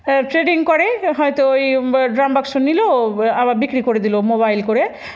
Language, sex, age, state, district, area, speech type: Bengali, female, 30-45, West Bengal, Murshidabad, rural, spontaneous